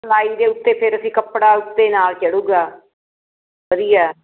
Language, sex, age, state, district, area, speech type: Punjabi, female, 60+, Punjab, Fazilka, rural, conversation